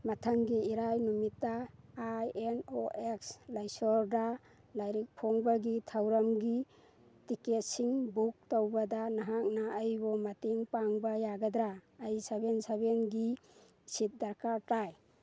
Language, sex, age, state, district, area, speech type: Manipuri, female, 60+, Manipur, Churachandpur, urban, read